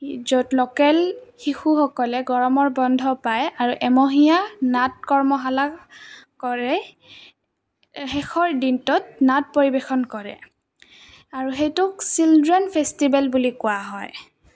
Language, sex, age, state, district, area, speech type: Assamese, female, 18-30, Assam, Goalpara, rural, spontaneous